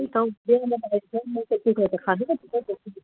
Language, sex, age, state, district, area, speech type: Nepali, female, 30-45, West Bengal, Darjeeling, rural, conversation